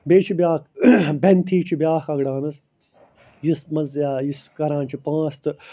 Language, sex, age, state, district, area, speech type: Kashmiri, male, 45-60, Jammu and Kashmir, Ganderbal, urban, spontaneous